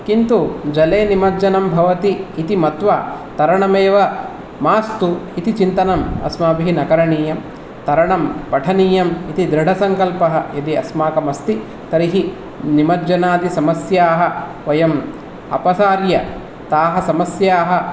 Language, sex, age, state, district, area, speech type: Sanskrit, male, 30-45, Karnataka, Bangalore Urban, urban, spontaneous